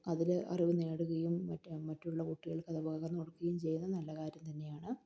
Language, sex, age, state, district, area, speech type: Malayalam, female, 30-45, Kerala, Palakkad, rural, spontaneous